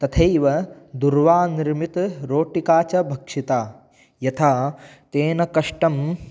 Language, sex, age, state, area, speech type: Sanskrit, male, 18-30, Rajasthan, rural, spontaneous